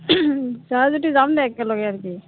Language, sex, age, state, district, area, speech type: Assamese, female, 45-60, Assam, Goalpara, urban, conversation